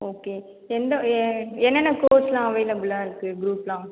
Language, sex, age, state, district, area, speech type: Tamil, female, 18-30, Tamil Nadu, Viluppuram, rural, conversation